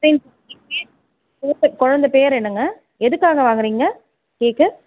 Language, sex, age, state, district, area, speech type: Tamil, female, 45-60, Tamil Nadu, Chengalpattu, rural, conversation